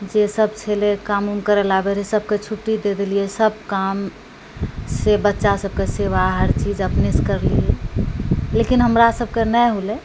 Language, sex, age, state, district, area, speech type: Maithili, female, 45-60, Bihar, Purnia, urban, spontaneous